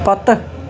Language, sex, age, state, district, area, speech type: Kashmiri, male, 30-45, Jammu and Kashmir, Baramulla, rural, read